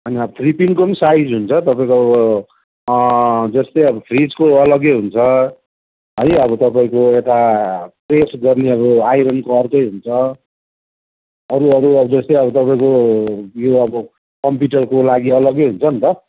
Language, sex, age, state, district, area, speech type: Nepali, male, 45-60, West Bengal, Kalimpong, rural, conversation